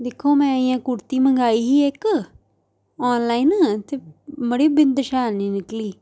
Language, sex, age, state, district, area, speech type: Dogri, female, 18-30, Jammu and Kashmir, Jammu, rural, spontaneous